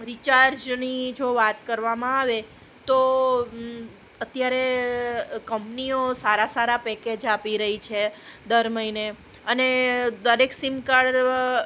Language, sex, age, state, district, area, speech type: Gujarati, female, 30-45, Gujarat, Junagadh, urban, spontaneous